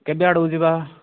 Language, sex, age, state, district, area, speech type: Odia, male, 18-30, Odisha, Kandhamal, rural, conversation